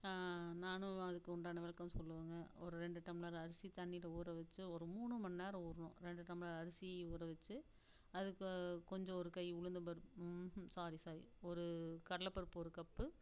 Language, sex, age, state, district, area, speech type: Tamil, female, 45-60, Tamil Nadu, Namakkal, rural, spontaneous